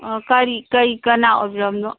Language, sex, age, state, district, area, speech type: Manipuri, female, 45-60, Manipur, Kangpokpi, urban, conversation